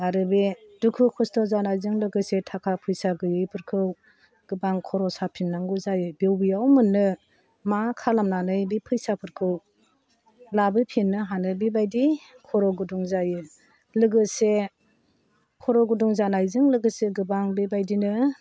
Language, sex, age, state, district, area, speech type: Bodo, female, 45-60, Assam, Chirang, rural, spontaneous